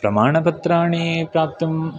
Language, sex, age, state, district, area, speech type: Sanskrit, male, 18-30, Karnataka, Uttara Kannada, urban, spontaneous